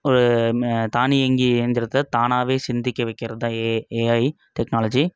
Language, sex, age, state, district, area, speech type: Tamil, male, 18-30, Tamil Nadu, Coimbatore, urban, spontaneous